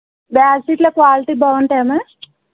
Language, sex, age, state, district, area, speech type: Telugu, female, 45-60, Telangana, Ranga Reddy, urban, conversation